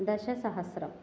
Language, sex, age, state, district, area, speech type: Sanskrit, female, 30-45, Kerala, Ernakulam, urban, spontaneous